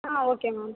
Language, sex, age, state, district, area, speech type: Tamil, female, 18-30, Tamil Nadu, Tiruvarur, rural, conversation